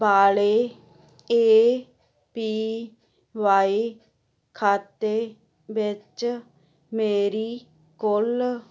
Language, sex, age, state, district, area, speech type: Punjabi, female, 45-60, Punjab, Muktsar, urban, read